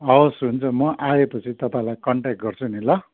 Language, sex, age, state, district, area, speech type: Nepali, male, 45-60, West Bengal, Kalimpong, rural, conversation